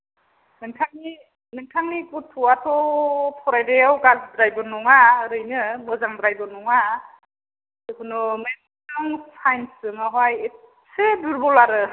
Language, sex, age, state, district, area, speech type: Bodo, female, 30-45, Assam, Chirang, urban, conversation